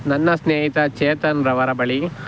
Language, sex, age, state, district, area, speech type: Kannada, male, 18-30, Karnataka, Tumkur, rural, spontaneous